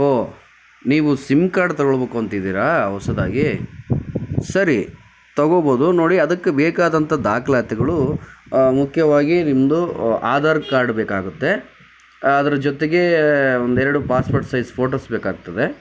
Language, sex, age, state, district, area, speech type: Kannada, male, 30-45, Karnataka, Vijayanagara, rural, spontaneous